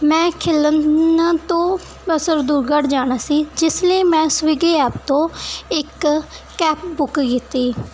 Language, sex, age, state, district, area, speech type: Punjabi, female, 18-30, Punjab, Mansa, rural, spontaneous